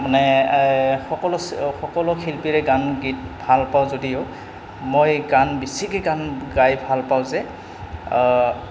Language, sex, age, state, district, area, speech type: Assamese, male, 18-30, Assam, Goalpara, rural, spontaneous